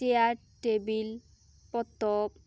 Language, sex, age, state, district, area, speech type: Santali, female, 18-30, West Bengal, Bankura, rural, spontaneous